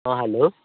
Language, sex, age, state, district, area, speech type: Odia, male, 18-30, Odisha, Ganjam, rural, conversation